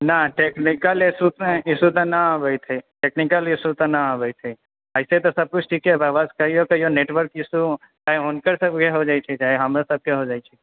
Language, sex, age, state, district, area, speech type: Maithili, male, 18-30, Bihar, Purnia, rural, conversation